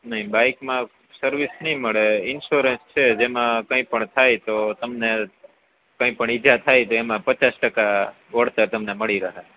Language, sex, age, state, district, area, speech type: Gujarati, male, 18-30, Gujarat, Junagadh, urban, conversation